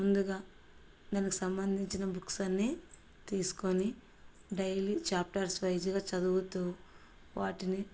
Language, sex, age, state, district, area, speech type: Telugu, female, 30-45, Andhra Pradesh, Kurnool, rural, spontaneous